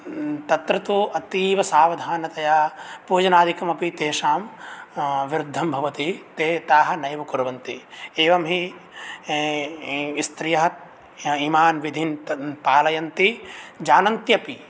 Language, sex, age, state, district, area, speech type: Sanskrit, male, 18-30, Bihar, Begusarai, rural, spontaneous